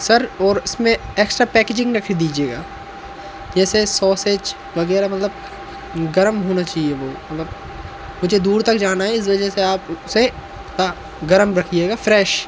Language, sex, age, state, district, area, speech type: Hindi, male, 18-30, Madhya Pradesh, Hoshangabad, rural, spontaneous